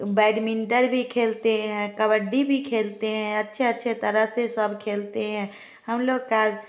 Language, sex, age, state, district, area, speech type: Hindi, female, 30-45, Bihar, Samastipur, rural, spontaneous